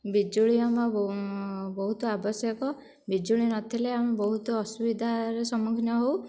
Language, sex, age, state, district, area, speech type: Odia, female, 30-45, Odisha, Dhenkanal, rural, spontaneous